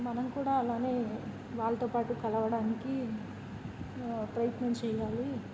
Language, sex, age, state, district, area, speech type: Telugu, female, 30-45, Andhra Pradesh, N T Rama Rao, urban, spontaneous